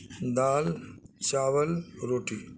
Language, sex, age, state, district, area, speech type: Urdu, male, 60+, Bihar, Khagaria, rural, spontaneous